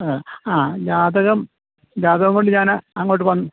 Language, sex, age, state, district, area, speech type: Malayalam, male, 60+, Kerala, Pathanamthitta, rural, conversation